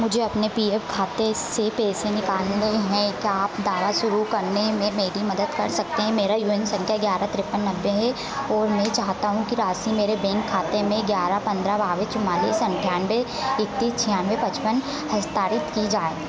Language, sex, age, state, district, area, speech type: Hindi, female, 18-30, Madhya Pradesh, Harda, rural, read